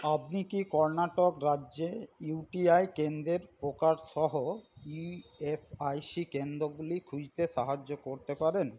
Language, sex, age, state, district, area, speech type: Bengali, male, 45-60, West Bengal, Paschim Bardhaman, rural, read